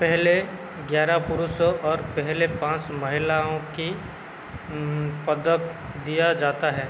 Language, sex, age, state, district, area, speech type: Hindi, male, 45-60, Madhya Pradesh, Seoni, rural, read